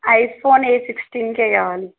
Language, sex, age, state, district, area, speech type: Telugu, female, 18-30, Telangana, Yadadri Bhuvanagiri, urban, conversation